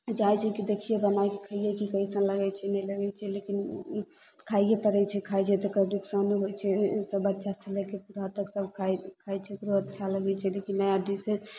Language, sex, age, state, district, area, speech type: Maithili, female, 18-30, Bihar, Begusarai, urban, spontaneous